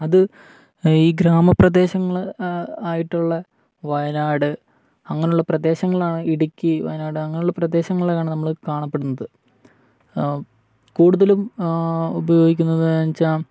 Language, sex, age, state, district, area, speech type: Malayalam, male, 18-30, Kerala, Wayanad, rural, spontaneous